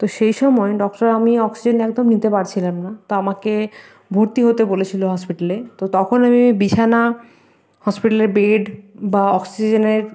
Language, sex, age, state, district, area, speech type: Bengali, female, 45-60, West Bengal, Paschim Bardhaman, rural, spontaneous